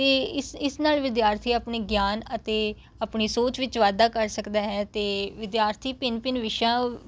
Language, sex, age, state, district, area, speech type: Punjabi, female, 18-30, Punjab, Rupnagar, rural, spontaneous